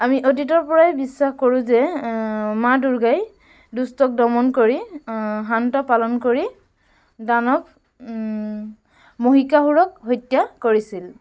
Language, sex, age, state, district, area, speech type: Assamese, female, 18-30, Assam, Dibrugarh, rural, spontaneous